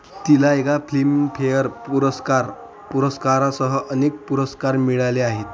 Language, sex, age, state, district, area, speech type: Marathi, male, 30-45, Maharashtra, Amravati, rural, read